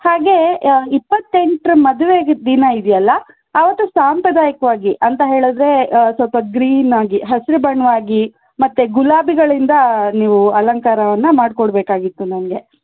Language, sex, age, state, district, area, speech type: Kannada, female, 30-45, Karnataka, Chikkaballapur, urban, conversation